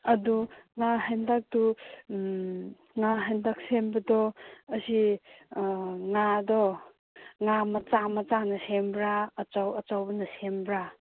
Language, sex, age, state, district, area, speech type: Manipuri, female, 18-30, Manipur, Kangpokpi, urban, conversation